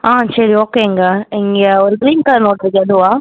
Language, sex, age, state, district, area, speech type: Tamil, female, 45-60, Tamil Nadu, Cuddalore, urban, conversation